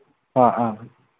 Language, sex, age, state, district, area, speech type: Manipuri, male, 45-60, Manipur, Imphal East, rural, conversation